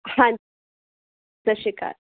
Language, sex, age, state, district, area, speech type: Punjabi, female, 18-30, Punjab, Tarn Taran, urban, conversation